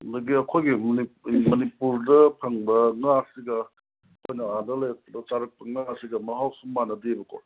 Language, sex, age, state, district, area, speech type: Manipuri, male, 30-45, Manipur, Kangpokpi, urban, conversation